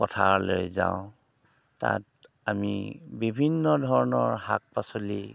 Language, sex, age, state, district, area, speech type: Assamese, male, 45-60, Assam, Dhemaji, rural, spontaneous